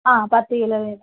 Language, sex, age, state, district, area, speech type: Malayalam, female, 30-45, Kerala, Palakkad, rural, conversation